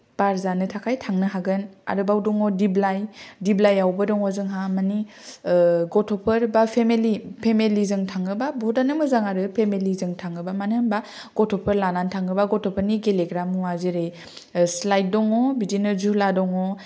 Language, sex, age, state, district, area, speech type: Bodo, female, 18-30, Assam, Kokrajhar, rural, spontaneous